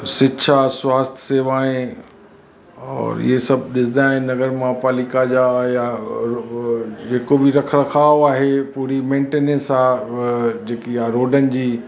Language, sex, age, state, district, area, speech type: Sindhi, male, 60+, Uttar Pradesh, Lucknow, rural, spontaneous